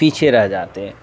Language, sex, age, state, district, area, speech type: Urdu, male, 18-30, Delhi, South Delhi, urban, spontaneous